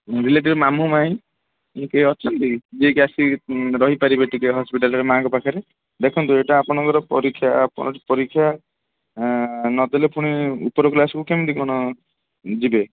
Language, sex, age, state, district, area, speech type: Odia, male, 18-30, Odisha, Kendrapara, urban, conversation